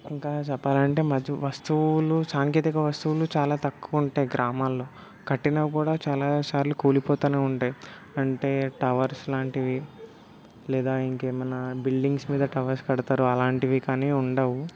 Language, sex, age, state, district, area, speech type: Telugu, male, 18-30, Telangana, Peddapalli, rural, spontaneous